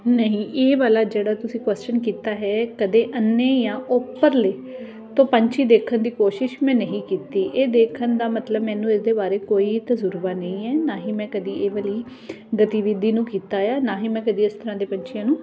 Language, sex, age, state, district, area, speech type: Punjabi, female, 30-45, Punjab, Ludhiana, urban, spontaneous